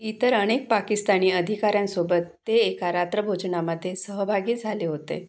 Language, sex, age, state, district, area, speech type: Marathi, female, 30-45, Maharashtra, Wardha, urban, read